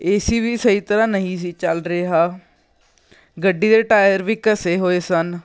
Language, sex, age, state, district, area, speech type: Punjabi, male, 18-30, Punjab, Patiala, urban, spontaneous